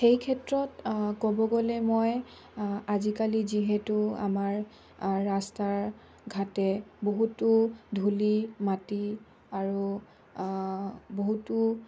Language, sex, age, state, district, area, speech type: Assamese, female, 18-30, Assam, Dibrugarh, rural, spontaneous